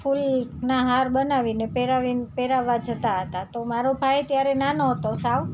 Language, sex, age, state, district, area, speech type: Gujarati, female, 30-45, Gujarat, Surat, rural, spontaneous